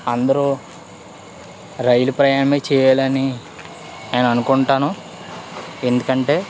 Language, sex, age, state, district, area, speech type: Telugu, male, 18-30, Andhra Pradesh, East Godavari, urban, spontaneous